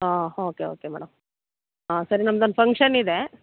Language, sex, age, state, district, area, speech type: Kannada, female, 30-45, Karnataka, Mandya, rural, conversation